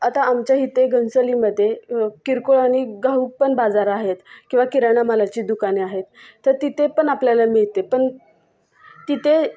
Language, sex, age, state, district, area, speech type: Marathi, female, 18-30, Maharashtra, Solapur, urban, spontaneous